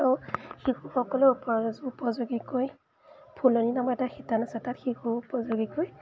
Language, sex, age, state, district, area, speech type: Assamese, female, 18-30, Assam, Majuli, urban, spontaneous